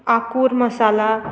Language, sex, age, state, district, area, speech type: Goan Konkani, female, 18-30, Goa, Murmgao, rural, spontaneous